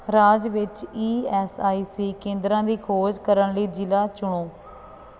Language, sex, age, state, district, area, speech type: Punjabi, female, 30-45, Punjab, Fatehgarh Sahib, urban, read